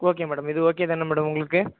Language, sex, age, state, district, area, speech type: Tamil, male, 18-30, Tamil Nadu, Tiruvarur, rural, conversation